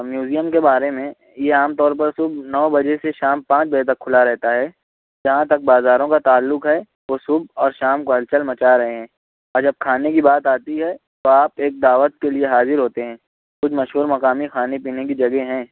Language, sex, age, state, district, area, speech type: Urdu, male, 60+, Maharashtra, Nashik, urban, conversation